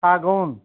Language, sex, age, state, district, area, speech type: Hindi, male, 60+, Uttar Pradesh, Ayodhya, rural, conversation